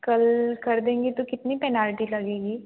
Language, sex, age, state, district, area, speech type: Hindi, female, 18-30, Madhya Pradesh, Betul, urban, conversation